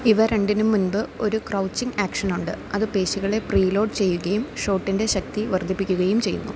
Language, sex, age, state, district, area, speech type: Malayalam, female, 30-45, Kerala, Idukki, rural, read